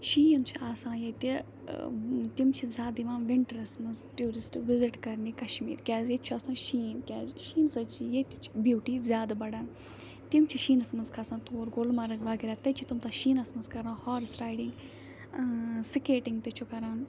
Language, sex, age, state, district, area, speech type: Kashmiri, female, 18-30, Jammu and Kashmir, Ganderbal, rural, spontaneous